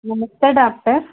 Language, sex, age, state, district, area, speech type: Telugu, female, 18-30, Andhra Pradesh, Konaseema, rural, conversation